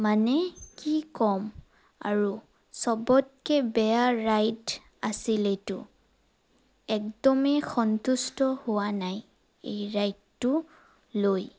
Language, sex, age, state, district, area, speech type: Assamese, female, 30-45, Assam, Sonitpur, rural, spontaneous